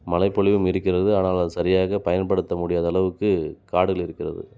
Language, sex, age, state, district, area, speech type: Tamil, male, 30-45, Tamil Nadu, Dharmapuri, rural, spontaneous